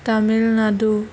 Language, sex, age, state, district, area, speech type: Assamese, female, 18-30, Assam, Sonitpur, rural, spontaneous